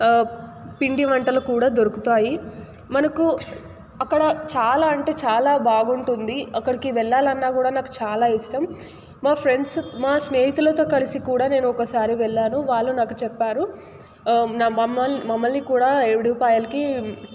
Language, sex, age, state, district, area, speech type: Telugu, female, 18-30, Telangana, Nalgonda, urban, spontaneous